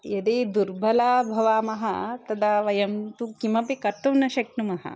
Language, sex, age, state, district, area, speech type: Sanskrit, female, 30-45, Telangana, Karimnagar, urban, spontaneous